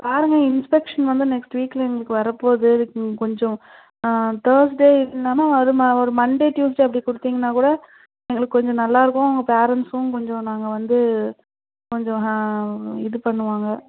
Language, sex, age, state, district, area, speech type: Tamil, female, 45-60, Tamil Nadu, Krishnagiri, rural, conversation